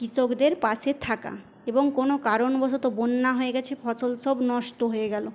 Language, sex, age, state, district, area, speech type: Bengali, female, 18-30, West Bengal, Paschim Medinipur, rural, spontaneous